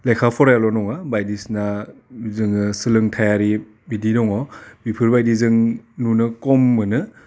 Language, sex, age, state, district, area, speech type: Bodo, male, 30-45, Assam, Udalguri, urban, spontaneous